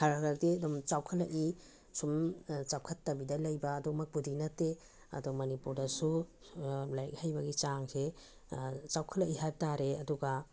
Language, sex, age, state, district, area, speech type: Manipuri, female, 45-60, Manipur, Tengnoupal, urban, spontaneous